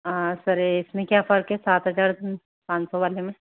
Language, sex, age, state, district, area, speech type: Hindi, female, 30-45, Rajasthan, Jaipur, urban, conversation